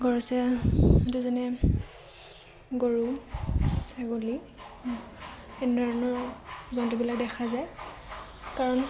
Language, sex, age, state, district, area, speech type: Assamese, female, 18-30, Assam, Dhemaji, rural, spontaneous